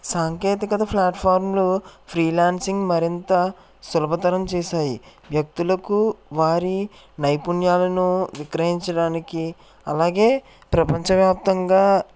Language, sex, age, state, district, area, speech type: Telugu, male, 18-30, Andhra Pradesh, Eluru, rural, spontaneous